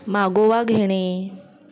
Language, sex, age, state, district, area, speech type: Marathi, female, 30-45, Maharashtra, Mumbai Suburban, urban, read